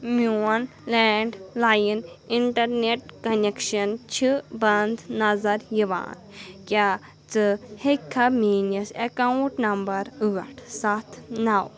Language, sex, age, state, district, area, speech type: Kashmiri, female, 30-45, Jammu and Kashmir, Anantnag, urban, read